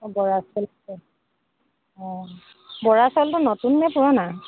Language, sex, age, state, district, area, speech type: Assamese, female, 30-45, Assam, Charaideo, rural, conversation